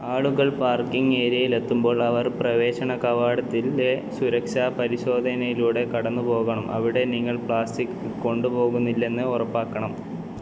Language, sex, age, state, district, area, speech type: Malayalam, male, 18-30, Kerala, Kozhikode, urban, read